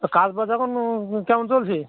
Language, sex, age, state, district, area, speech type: Bengali, male, 45-60, West Bengal, North 24 Parganas, rural, conversation